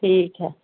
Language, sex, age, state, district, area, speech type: Urdu, female, 45-60, Bihar, Gaya, urban, conversation